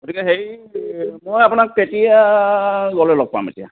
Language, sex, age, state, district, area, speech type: Assamese, male, 30-45, Assam, Lakhimpur, rural, conversation